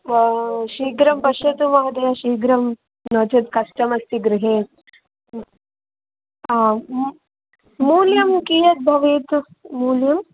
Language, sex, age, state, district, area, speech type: Sanskrit, female, 18-30, Andhra Pradesh, Guntur, urban, conversation